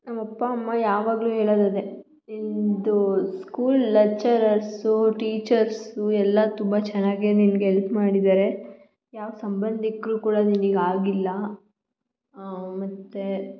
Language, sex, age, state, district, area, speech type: Kannada, female, 18-30, Karnataka, Hassan, rural, spontaneous